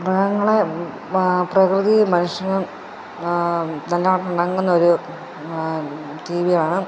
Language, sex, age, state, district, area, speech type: Malayalam, female, 30-45, Kerala, Pathanamthitta, rural, spontaneous